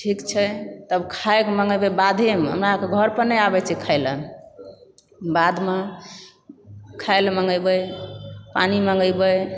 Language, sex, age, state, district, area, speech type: Maithili, female, 30-45, Bihar, Supaul, rural, spontaneous